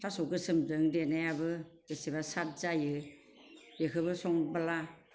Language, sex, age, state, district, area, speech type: Bodo, female, 60+, Assam, Baksa, urban, spontaneous